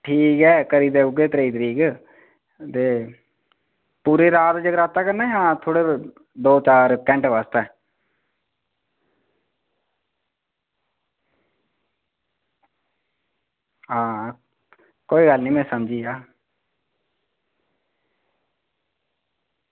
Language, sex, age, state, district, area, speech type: Dogri, male, 18-30, Jammu and Kashmir, Reasi, rural, conversation